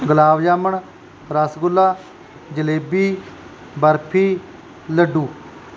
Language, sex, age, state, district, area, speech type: Punjabi, male, 30-45, Punjab, Barnala, urban, spontaneous